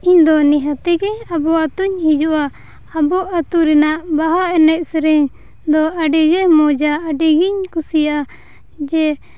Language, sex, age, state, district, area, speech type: Santali, female, 18-30, Jharkhand, Seraikela Kharsawan, rural, spontaneous